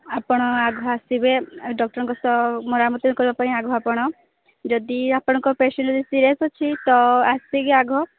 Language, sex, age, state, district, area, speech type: Odia, female, 30-45, Odisha, Sambalpur, rural, conversation